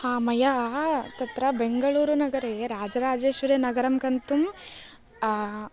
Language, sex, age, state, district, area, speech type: Sanskrit, female, 18-30, Karnataka, Uttara Kannada, rural, spontaneous